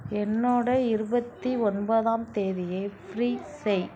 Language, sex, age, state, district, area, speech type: Tamil, female, 18-30, Tamil Nadu, Thanjavur, rural, read